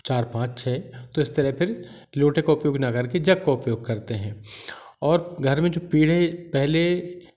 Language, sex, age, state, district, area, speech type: Hindi, male, 45-60, Madhya Pradesh, Jabalpur, urban, spontaneous